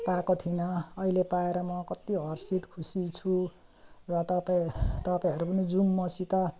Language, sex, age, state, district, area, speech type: Nepali, female, 60+, West Bengal, Jalpaiguri, rural, spontaneous